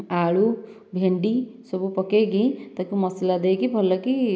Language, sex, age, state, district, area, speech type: Odia, female, 60+, Odisha, Dhenkanal, rural, spontaneous